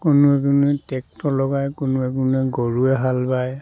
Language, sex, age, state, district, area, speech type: Assamese, male, 45-60, Assam, Dhemaji, rural, spontaneous